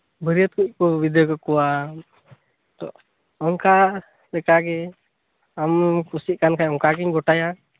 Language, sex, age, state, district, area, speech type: Santali, male, 18-30, West Bengal, Birbhum, rural, conversation